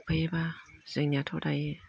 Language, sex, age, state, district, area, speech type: Bodo, female, 60+, Assam, Udalguri, rural, spontaneous